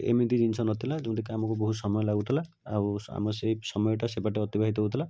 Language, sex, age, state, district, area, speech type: Odia, male, 30-45, Odisha, Cuttack, urban, spontaneous